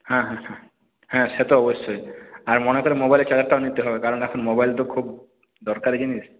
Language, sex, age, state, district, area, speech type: Bengali, male, 45-60, West Bengal, Purulia, urban, conversation